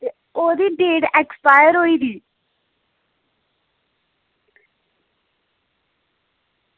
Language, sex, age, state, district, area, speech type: Dogri, female, 18-30, Jammu and Kashmir, Reasi, rural, conversation